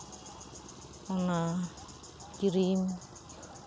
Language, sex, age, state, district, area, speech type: Santali, female, 30-45, West Bengal, Uttar Dinajpur, rural, spontaneous